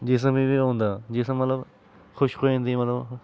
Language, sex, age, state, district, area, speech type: Dogri, male, 18-30, Jammu and Kashmir, Jammu, urban, spontaneous